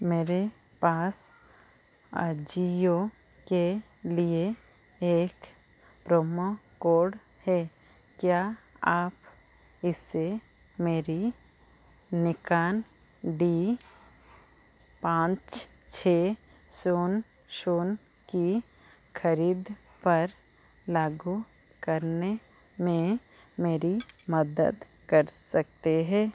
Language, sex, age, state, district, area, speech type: Hindi, female, 45-60, Madhya Pradesh, Chhindwara, rural, read